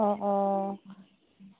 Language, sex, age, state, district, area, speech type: Assamese, female, 30-45, Assam, Tinsukia, urban, conversation